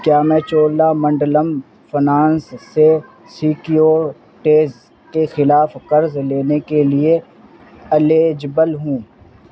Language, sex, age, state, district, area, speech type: Urdu, male, 18-30, Bihar, Supaul, rural, read